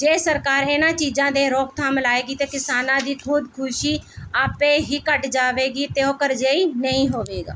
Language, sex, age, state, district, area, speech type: Punjabi, female, 30-45, Punjab, Mohali, urban, spontaneous